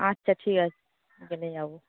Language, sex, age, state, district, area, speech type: Bengali, female, 30-45, West Bengal, Darjeeling, urban, conversation